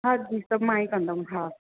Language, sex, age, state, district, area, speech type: Sindhi, female, 18-30, Gujarat, Surat, urban, conversation